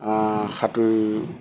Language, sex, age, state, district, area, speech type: Assamese, male, 60+, Assam, Lakhimpur, rural, spontaneous